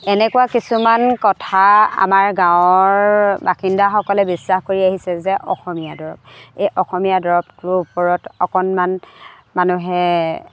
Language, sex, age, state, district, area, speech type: Assamese, female, 45-60, Assam, Jorhat, urban, spontaneous